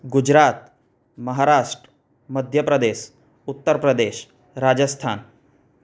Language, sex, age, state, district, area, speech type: Gujarati, male, 30-45, Gujarat, Anand, urban, spontaneous